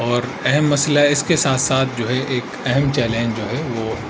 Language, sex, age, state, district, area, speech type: Urdu, male, 30-45, Uttar Pradesh, Aligarh, urban, spontaneous